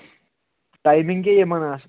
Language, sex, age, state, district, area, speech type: Kashmiri, male, 18-30, Jammu and Kashmir, Pulwama, urban, conversation